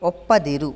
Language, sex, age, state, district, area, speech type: Kannada, male, 18-30, Karnataka, Udupi, rural, read